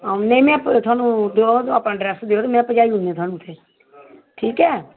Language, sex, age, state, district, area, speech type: Dogri, female, 45-60, Jammu and Kashmir, Samba, rural, conversation